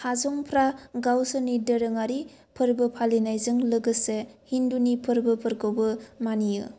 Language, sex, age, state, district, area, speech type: Bodo, female, 18-30, Assam, Kokrajhar, urban, read